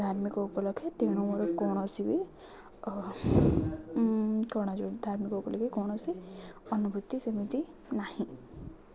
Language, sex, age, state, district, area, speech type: Odia, female, 18-30, Odisha, Jagatsinghpur, rural, spontaneous